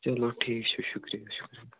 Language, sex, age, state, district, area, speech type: Kashmiri, male, 18-30, Jammu and Kashmir, Budgam, rural, conversation